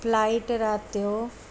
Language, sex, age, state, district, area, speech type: Sindhi, female, 45-60, Gujarat, Surat, urban, spontaneous